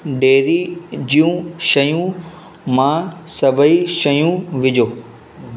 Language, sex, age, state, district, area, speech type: Sindhi, male, 18-30, Maharashtra, Mumbai Suburban, urban, read